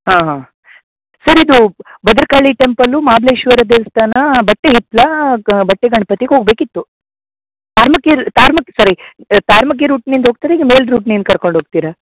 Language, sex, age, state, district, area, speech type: Kannada, male, 18-30, Karnataka, Uttara Kannada, rural, conversation